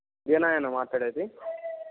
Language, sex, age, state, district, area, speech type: Telugu, male, 18-30, Andhra Pradesh, Guntur, rural, conversation